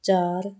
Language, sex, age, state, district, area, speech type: Punjabi, female, 30-45, Punjab, Muktsar, urban, read